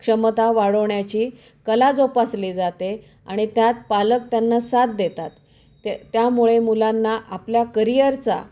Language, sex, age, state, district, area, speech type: Marathi, female, 45-60, Maharashtra, Osmanabad, rural, spontaneous